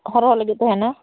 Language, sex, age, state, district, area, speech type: Santali, female, 30-45, West Bengal, Birbhum, rural, conversation